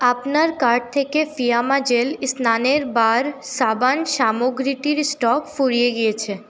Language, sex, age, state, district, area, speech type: Bengali, female, 30-45, West Bengal, Paschim Bardhaman, urban, read